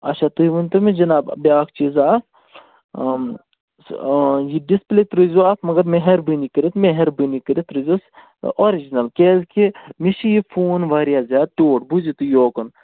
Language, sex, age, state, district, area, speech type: Kashmiri, male, 30-45, Jammu and Kashmir, Kupwara, rural, conversation